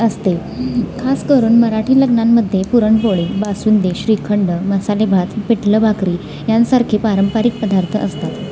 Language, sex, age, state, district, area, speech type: Marathi, female, 18-30, Maharashtra, Kolhapur, urban, spontaneous